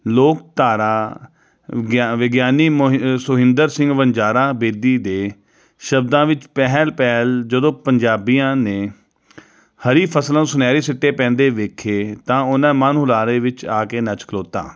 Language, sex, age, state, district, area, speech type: Punjabi, male, 30-45, Punjab, Jalandhar, urban, spontaneous